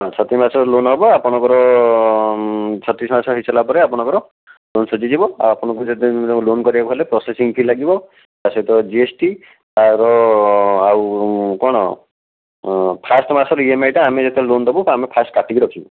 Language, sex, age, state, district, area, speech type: Odia, male, 45-60, Odisha, Bhadrak, rural, conversation